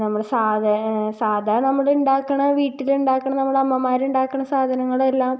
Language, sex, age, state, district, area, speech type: Malayalam, female, 18-30, Kerala, Ernakulam, rural, spontaneous